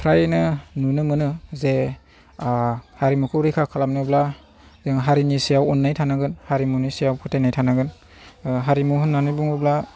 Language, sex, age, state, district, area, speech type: Bodo, male, 30-45, Assam, Chirang, urban, spontaneous